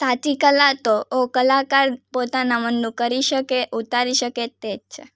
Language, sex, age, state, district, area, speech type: Gujarati, female, 18-30, Gujarat, Surat, rural, spontaneous